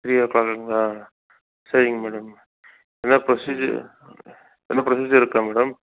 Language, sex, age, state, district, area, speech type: Tamil, male, 60+, Tamil Nadu, Mayiladuthurai, rural, conversation